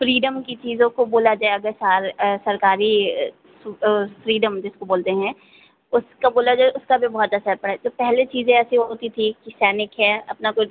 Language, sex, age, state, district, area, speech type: Hindi, female, 30-45, Uttar Pradesh, Sitapur, rural, conversation